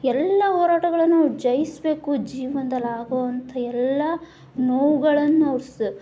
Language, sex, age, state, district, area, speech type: Kannada, female, 18-30, Karnataka, Chitradurga, urban, spontaneous